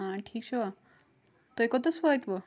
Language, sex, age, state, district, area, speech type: Kashmiri, female, 18-30, Jammu and Kashmir, Kulgam, rural, spontaneous